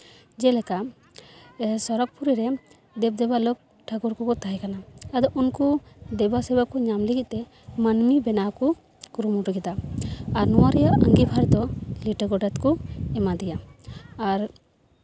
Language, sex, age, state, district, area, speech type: Santali, female, 18-30, West Bengal, Paschim Bardhaman, rural, spontaneous